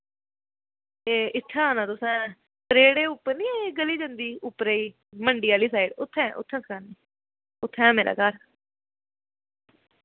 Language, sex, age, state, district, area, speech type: Dogri, female, 18-30, Jammu and Kashmir, Reasi, rural, conversation